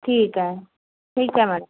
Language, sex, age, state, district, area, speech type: Marathi, female, 30-45, Maharashtra, Nagpur, urban, conversation